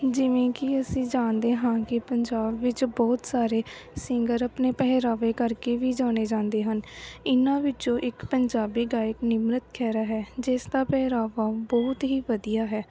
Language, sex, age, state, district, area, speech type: Punjabi, female, 18-30, Punjab, Gurdaspur, rural, spontaneous